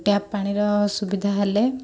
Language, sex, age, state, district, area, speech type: Odia, female, 18-30, Odisha, Kendrapara, urban, spontaneous